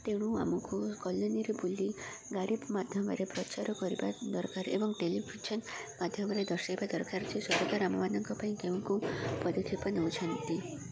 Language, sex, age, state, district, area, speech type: Odia, female, 18-30, Odisha, Koraput, urban, spontaneous